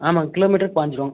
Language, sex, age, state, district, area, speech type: Tamil, male, 18-30, Tamil Nadu, Erode, rural, conversation